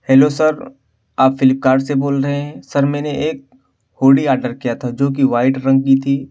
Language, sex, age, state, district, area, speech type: Urdu, male, 18-30, Uttar Pradesh, Siddharthnagar, rural, spontaneous